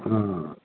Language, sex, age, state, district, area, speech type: Hindi, male, 60+, Bihar, Madhepura, rural, conversation